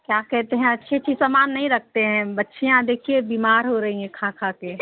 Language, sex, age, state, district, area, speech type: Urdu, female, 18-30, Bihar, Saharsa, rural, conversation